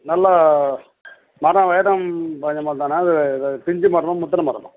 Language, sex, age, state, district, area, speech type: Tamil, male, 60+, Tamil Nadu, Tiruvannamalai, rural, conversation